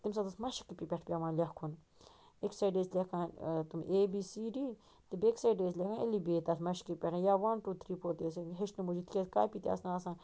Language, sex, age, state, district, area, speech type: Kashmiri, female, 30-45, Jammu and Kashmir, Baramulla, rural, spontaneous